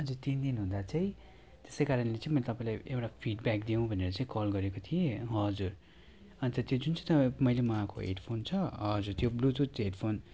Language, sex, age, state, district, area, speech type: Nepali, male, 30-45, West Bengal, Kalimpong, rural, spontaneous